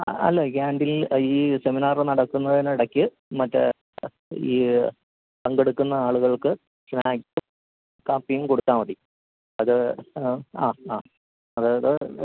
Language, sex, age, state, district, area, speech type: Malayalam, male, 60+, Kerala, Idukki, rural, conversation